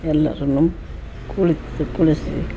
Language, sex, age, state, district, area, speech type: Kannada, female, 60+, Karnataka, Chitradurga, rural, spontaneous